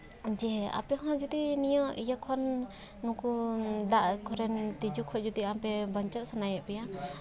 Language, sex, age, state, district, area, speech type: Santali, female, 18-30, West Bengal, Paschim Bardhaman, rural, spontaneous